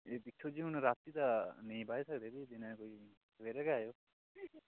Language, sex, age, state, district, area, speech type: Dogri, male, 18-30, Jammu and Kashmir, Udhampur, urban, conversation